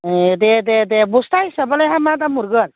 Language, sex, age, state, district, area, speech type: Bodo, female, 45-60, Assam, Chirang, rural, conversation